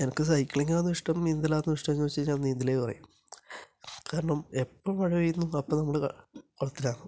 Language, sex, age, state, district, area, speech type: Malayalam, male, 30-45, Kerala, Kasaragod, urban, spontaneous